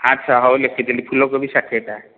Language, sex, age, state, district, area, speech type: Odia, male, 60+, Odisha, Khordha, rural, conversation